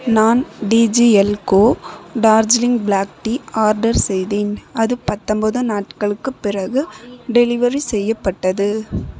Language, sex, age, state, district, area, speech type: Tamil, female, 18-30, Tamil Nadu, Dharmapuri, urban, read